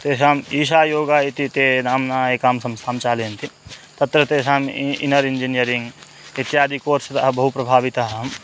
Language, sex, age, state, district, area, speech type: Sanskrit, male, 18-30, Bihar, Madhubani, rural, spontaneous